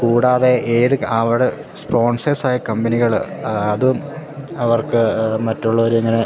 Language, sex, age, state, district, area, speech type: Malayalam, male, 18-30, Kerala, Idukki, rural, spontaneous